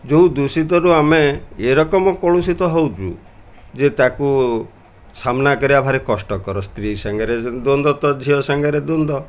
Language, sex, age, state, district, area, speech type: Odia, male, 60+, Odisha, Kendrapara, urban, spontaneous